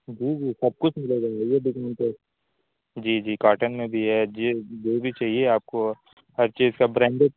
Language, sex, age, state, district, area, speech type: Urdu, male, 18-30, Uttar Pradesh, Azamgarh, rural, conversation